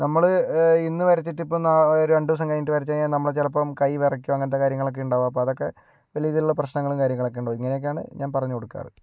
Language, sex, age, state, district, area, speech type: Malayalam, male, 30-45, Kerala, Kozhikode, urban, spontaneous